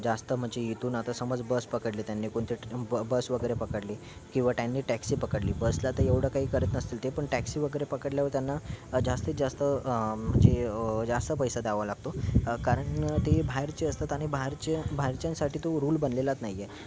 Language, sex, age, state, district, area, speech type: Marathi, male, 18-30, Maharashtra, Thane, urban, spontaneous